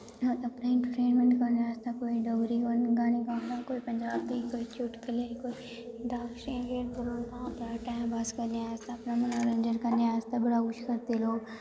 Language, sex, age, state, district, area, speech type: Dogri, female, 18-30, Jammu and Kashmir, Kathua, rural, spontaneous